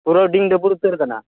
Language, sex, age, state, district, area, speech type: Santali, male, 18-30, West Bengal, Purba Bardhaman, rural, conversation